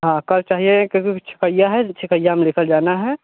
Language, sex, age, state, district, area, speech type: Hindi, male, 18-30, Uttar Pradesh, Mirzapur, rural, conversation